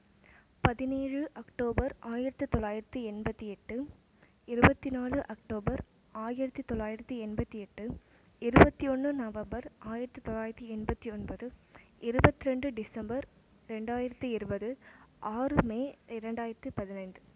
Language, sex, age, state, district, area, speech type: Tamil, female, 18-30, Tamil Nadu, Mayiladuthurai, urban, spontaneous